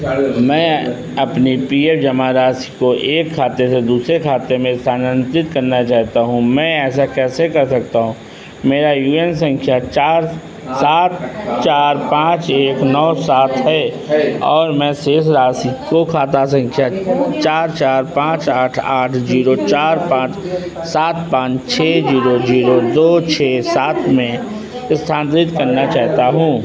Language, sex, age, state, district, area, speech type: Hindi, male, 60+, Uttar Pradesh, Sitapur, rural, read